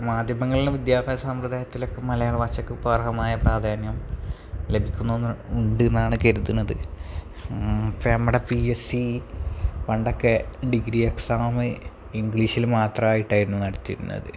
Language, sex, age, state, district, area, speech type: Malayalam, male, 30-45, Kerala, Malappuram, rural, spontaneous